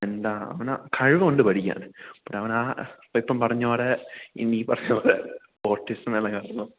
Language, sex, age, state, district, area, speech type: Malayalam, male, 18-30, Kerala, Idukki, rural, conversation